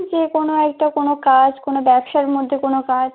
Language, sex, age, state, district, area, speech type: Bengali, female, 18-30, West Bengal, Birbhum, urban, conversation